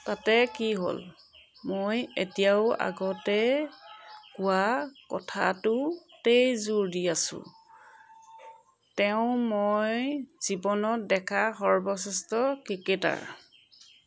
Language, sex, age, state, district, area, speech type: Assamese, female, 30-45, Assam, Jorhat, urban, read